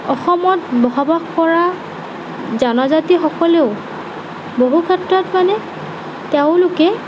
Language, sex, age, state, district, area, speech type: Assamese, female, 45-60, Assam, Nagaon, rural, spontaneous